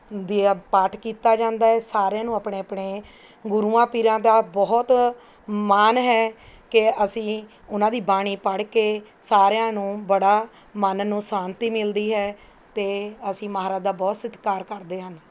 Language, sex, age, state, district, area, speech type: Punjabi, female, 45-60, Punjab, Mohali, urban, spontaneous